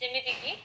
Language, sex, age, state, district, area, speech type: Odia, female, 18-30, Odisha, Cuttack, urban, spontaneous